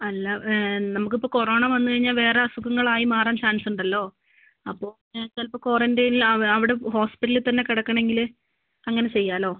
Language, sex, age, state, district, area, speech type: Malayalam, female, 45-60, Kerala, Wayanad, rural, conversation